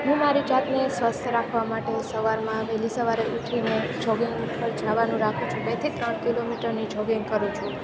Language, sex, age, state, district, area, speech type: Gujarati, female, 18-30, Gujarat, Junagadh, rural, spontaneous